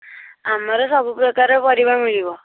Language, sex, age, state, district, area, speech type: Odia, female, 18-30, Odisha, Bhadrak, rural, conversation